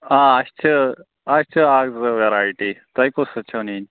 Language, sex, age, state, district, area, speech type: Kashmiri, male, 45-60, Jammu and Kashmir, Srinagar, urban, conversation